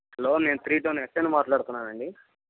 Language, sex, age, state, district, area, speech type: Telugu, male, 18-30, Andhra Pradesh, Guntur, rural, conversation